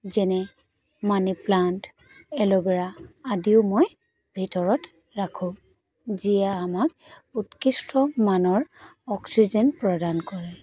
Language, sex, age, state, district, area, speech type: Assamese, female, 30-45, Assam, Dibrugarh, rural, spontaneous